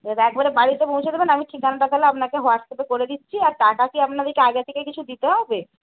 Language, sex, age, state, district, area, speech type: Bengali, female, 18-30, West Bengal, Jhargram, rural, conversation